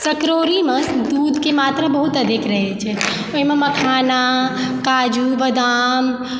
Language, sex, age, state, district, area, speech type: Maithili, female, 30-45, Bihar, Supaul, rural, spontaneous